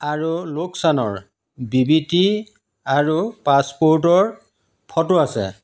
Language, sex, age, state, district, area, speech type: Assamese, male, 45-60, Assam, Majuli, rural, read